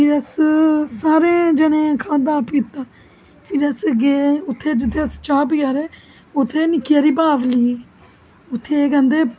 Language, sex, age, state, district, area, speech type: Dogri, female, 30-45, Jammu and Kashmir, Jammu, urban, spontaneous